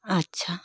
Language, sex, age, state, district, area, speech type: Assamese, female, 18-30, Assam, Charaideo, urban, spontaneous